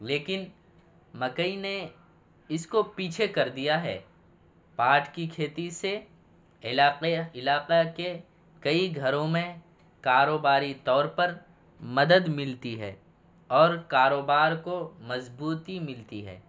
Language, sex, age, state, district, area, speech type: Urdu, male, 18-30, Bihar, Purnia, rural, spontaneous